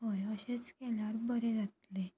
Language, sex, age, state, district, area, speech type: Goan Konkani, female, 18-30, Goa, Murmgao, rural, spontaneous